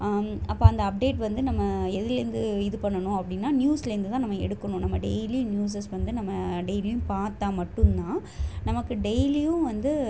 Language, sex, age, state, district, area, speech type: Tamil, female, 18-30, Tamil Nadu, Chennai, urban, spontaneous